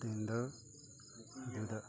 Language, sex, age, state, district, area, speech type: Manipuri, male, 60+, Manipur, Chandel, rural, read